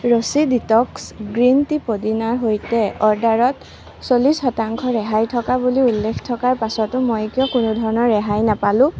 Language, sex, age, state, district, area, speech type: Assamese, female, 18-30, Assam, Kamrup Metropolitan, urban, read